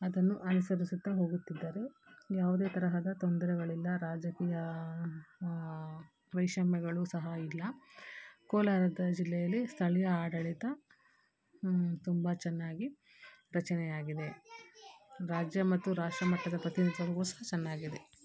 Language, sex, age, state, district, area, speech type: Kannada, female, 30-45, Karnataka, Kolar, urban, spontaneous